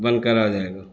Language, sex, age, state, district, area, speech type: Urdu, male, 60+, Bihar, Gaya, urban, spontaneous